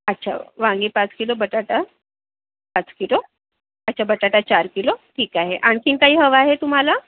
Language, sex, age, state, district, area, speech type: Marathi, female, 18-30, Maharashtra, Akola, urban, conversation